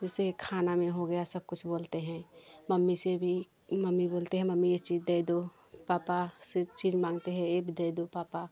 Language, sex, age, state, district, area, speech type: Hindi, female, 30-45, Uttar Pradesh, Jaunpur, rural, spontaneous